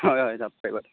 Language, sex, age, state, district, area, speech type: Assamese, male, 18-30, Assam, Sivasagar, rural, conversation